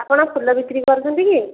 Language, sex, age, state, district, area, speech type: Odia, female, 60+, Odisha, Khordha, rural, conversation